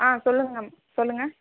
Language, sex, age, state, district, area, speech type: Tamil, female, 60+, Tamil Nadu, Sivaganga, rural, conversation